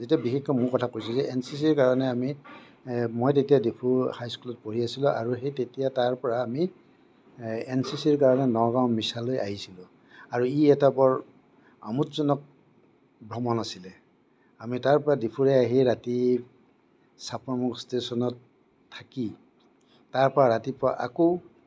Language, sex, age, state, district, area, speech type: Assamese, male, 60+, Assam, Kamrup Metropolitan, urban, spontaneous